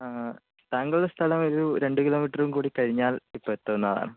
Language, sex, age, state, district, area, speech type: Malayalam, male, 18-30, Kerala, Kannur, urban, conversation